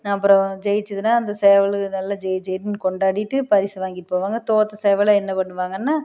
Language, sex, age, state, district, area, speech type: Tamil, female, 30-45, Tamil Nadu, Tiruppur, rural, spontaneous